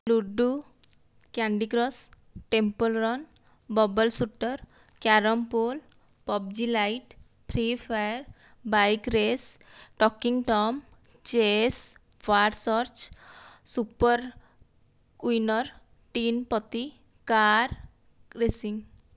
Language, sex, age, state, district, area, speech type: Odia, female, 18-30, Odisha, Dhenkanal, rural, spontaneous